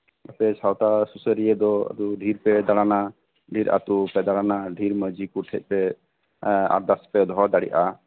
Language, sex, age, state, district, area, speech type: Santali, male, 30-45, West Bengal, Birbhum, rural, conversation